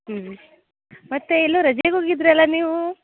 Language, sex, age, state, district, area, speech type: Kannada, female, 30-45, Karnataka, Uttara Kannada, rural, conversation